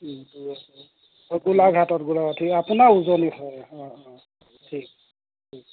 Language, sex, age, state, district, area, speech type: Assamese, male, 45-60, Assam, Golaghat, rural, conversation